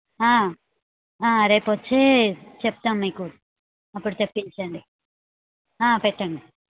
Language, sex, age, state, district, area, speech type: Telugu, female, 18-30, Telangana, Suryapet, urban, conversation